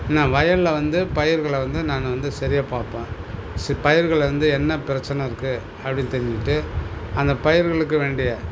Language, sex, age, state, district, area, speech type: Tamil, male, 60+, Tamil Nadu, Cuddalore, urban, spontaneous